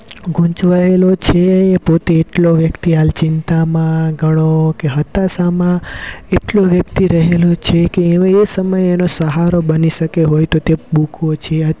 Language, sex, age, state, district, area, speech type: Gujarati, male, 18-30, Gujarat, Rajkot, rural, spontaneous